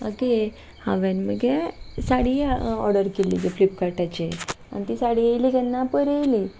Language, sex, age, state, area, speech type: Goan Konkani, female, 18-30, Goa, rural, spontaneous